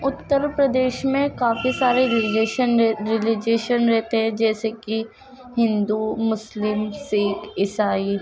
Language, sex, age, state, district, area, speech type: Urdu, female, 18-30, Uttar Pradesh, Ghaziabad, rural, spontaneous